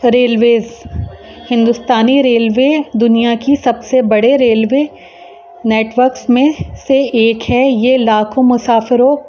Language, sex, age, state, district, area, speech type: Urdu, female, 30-45, Uttar Pradesh, Rampur, urban, spontaneous